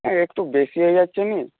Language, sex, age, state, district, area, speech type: Bengali, male, 45-60, West Bengal, Paschim Medinipur, rural, conversation